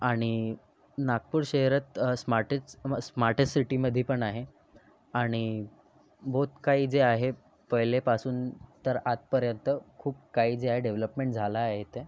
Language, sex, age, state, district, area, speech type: Marathi, male, 18-30, Maharashtra, Nagpur, urban, spontaneous